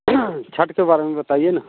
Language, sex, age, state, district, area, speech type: Hindi, male, 30-45, Bihar, Muzaffarpur, urban, conversation